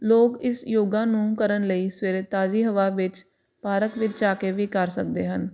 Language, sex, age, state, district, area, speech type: Punjabi, female, 18-30, Punjab, Jalandhar, urban, spontaneous